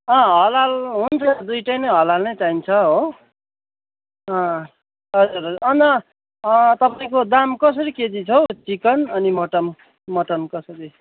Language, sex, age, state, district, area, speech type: Nepali, male, 30-45, West Bengal, Kalimpong, rural, conversation